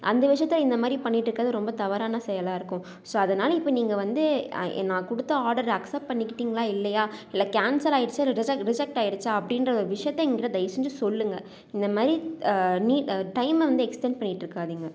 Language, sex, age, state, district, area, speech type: Tamil, female, 18-30, Tamil Nadu, Salem, urban, spontaneous